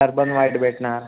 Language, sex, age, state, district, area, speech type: Marathi, male, 30-45, Maharashtra, Nagpur, rural, conversation